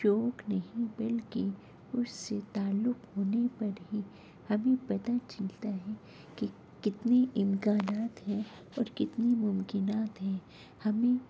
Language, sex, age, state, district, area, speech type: Urdu, female, 30-45, Delhi, Central Delhi, urban, spontaneous